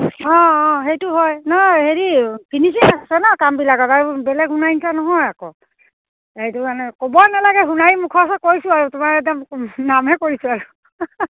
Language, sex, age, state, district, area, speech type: Assamese, female, 45-60, Assam, Dibrugarh, urban, conversation